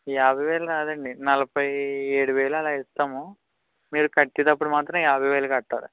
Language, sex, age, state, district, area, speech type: Telugu, male, 18-30, Andhra Pradesh, West Godavari, rural, conversation